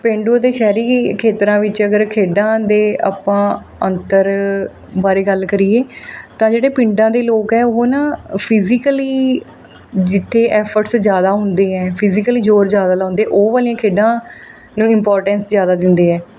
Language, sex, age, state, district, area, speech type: Punjabi, female, 30-45, Punjab, Mohali, rural, spontaneous